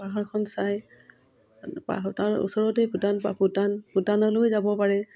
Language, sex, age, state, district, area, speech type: Assamese, female, 45-60, Assam, Udalguri, rural, spontaneous